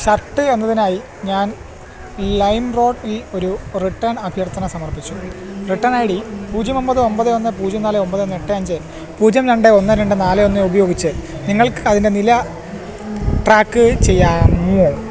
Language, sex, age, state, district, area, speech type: Malayalam, male, 30-45, Kerala, Alappuzha, rural, read